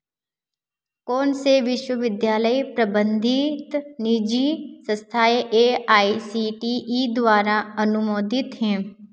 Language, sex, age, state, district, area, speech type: Hindi, female, 18-30, Madhya Pradesh, Ujjain, rural, read